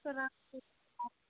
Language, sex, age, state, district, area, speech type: Kashmiri, female, 60+, Jammu and Kashmir, Srinagar, urban, conversation